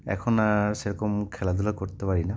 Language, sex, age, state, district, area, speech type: Bengali, male, 30-45, West Bengal, Cooch Behar, urban, spontaneous